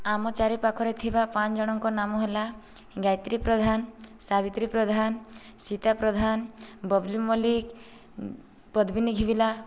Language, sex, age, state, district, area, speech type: Odia, female, 18-30, Odisha, Boudh, rural, spontaneous